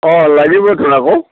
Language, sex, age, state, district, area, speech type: Assamese, male, 60+, Assam, Golaghat, urban, conversation